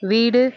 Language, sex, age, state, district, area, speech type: Tamil, female, 60+, Tamil Nadu, Mayiladuthurai, rural, read